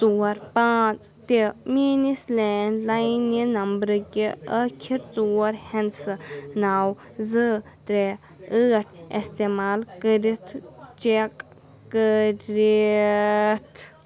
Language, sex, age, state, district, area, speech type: Kashmiri, female, 30-45, Jammu and Kashmir, Anantnag, urban, read